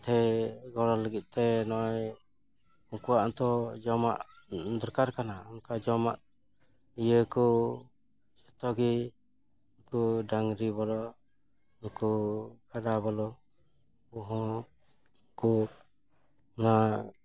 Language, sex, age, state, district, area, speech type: Santali, male, 60+, West Bengal, Paschim Bardhaman, rural, spontaneous